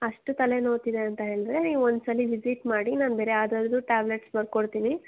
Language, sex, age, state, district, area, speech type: Kannada, female, 18-30, Karnataka, Kolar, rural, conversation